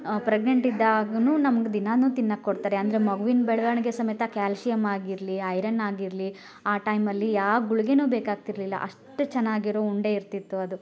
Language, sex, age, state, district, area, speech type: Kannada, female, 30-45, Karnataka, Koppal, rural, spontaneous